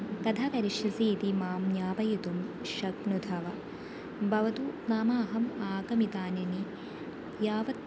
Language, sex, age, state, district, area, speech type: Sanskrit, female, 18-30, Kerala, Thrissur, urban, spontaneous